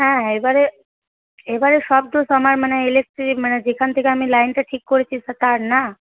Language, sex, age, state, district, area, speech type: Bengali, female, 18-30, West Bengal, Paschim Bardhaman, rural, conversation